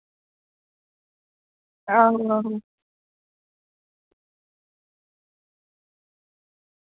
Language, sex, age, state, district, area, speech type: Dogri, female, 18-30, Jammu and Kashmir, Samba, rural, conversation